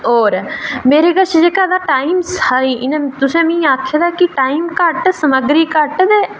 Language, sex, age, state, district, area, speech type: Dogri, female, 18-30, Jammu and Kashmir, Reasi, rural, spontaneous